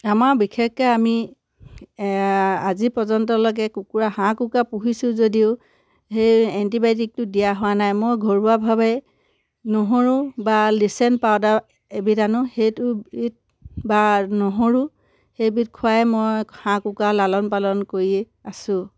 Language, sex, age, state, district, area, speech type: Assamese, female, 30-45, Assam, Sivasagar, rural, spontaneous